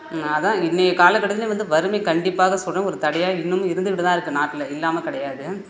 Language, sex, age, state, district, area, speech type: Tamil, female, 30-45, Tamil Nadu, Perambalur, rural, spontaneous